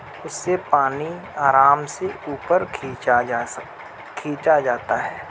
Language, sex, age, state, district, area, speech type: Urdu, male, 60+, Uttar Pradesh, Mau, urban, spontaneous